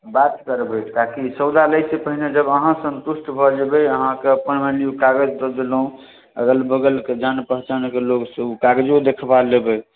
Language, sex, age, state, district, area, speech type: Maithili, male, 30-45, Bihar, Samastipur, urban, conversation